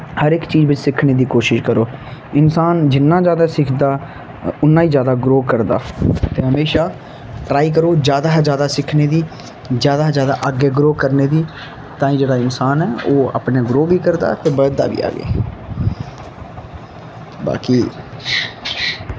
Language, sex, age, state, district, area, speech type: Dogri, male, 18-30, Jammu and Kashmir, Kathua, rural, spontaneous